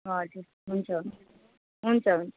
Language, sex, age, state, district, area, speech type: Nepali, female, 18-30, West Bengal, Kalimpong, rural, conversation